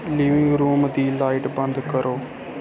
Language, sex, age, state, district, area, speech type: Dogri, male, 30-45, Jammu and Kashmir, Kathua, rural, read